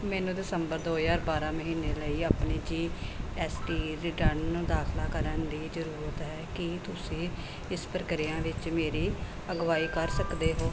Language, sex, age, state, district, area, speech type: Punjabi, female, 30-45, Punjab, Gurdaspur, urban, read